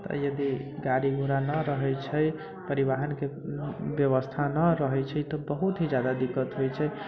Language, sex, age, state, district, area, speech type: Maithili, male, 30-45, Bihar, Sitamarhi, rural, spontaneous